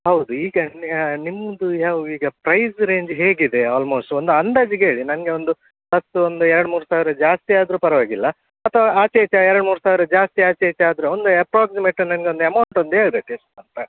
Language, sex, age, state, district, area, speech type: Kannada, male, 45-60, Karnataka, Udupi, rural, conversation